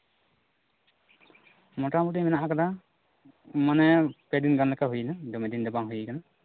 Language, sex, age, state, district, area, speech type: Santali, male, 30-45, West Bengal, Purulia, rural, conversation